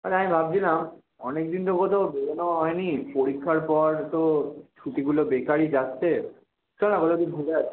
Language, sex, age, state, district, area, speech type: Bengali, male, 18-30, West Bengal, Kolkata, urban, conversation